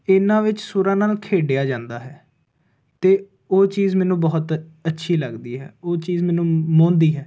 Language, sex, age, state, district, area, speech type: Punjabi, male, 18-30, Punjab, Ludhiana, urban, spontaneous